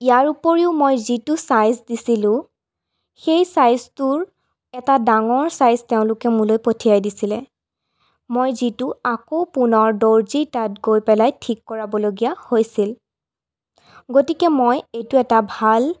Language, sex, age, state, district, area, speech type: Assamese, female, 18-30, Assam, Sonitpur, rural, spontaneous